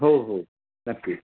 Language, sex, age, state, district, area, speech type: Marathi, male, 18-30, Maharashtra, Raigad, rural, conversation